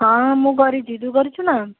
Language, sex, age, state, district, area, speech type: Odia, female, 60+, Odisha, Jajpur, rural, conversation